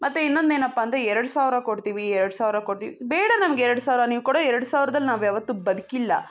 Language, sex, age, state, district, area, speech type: Kannada, female, 18-30, Karnataka, Chikkaballapur, rural, spontaneous